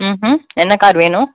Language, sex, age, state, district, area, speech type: Tamil, female, 30-45, Tamil Nadu, Pudukkottai, rural, conversation